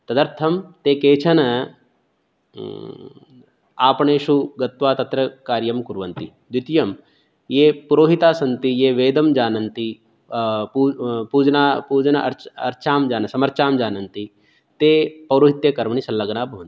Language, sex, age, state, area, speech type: Sanskrit, male, 30-45, Rajasthan, urban, spontaneous